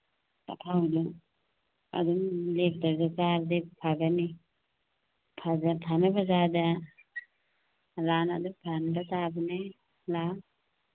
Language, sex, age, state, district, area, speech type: Manipuri, female, 45-60, Manipur, Churachandpur, rural, conversation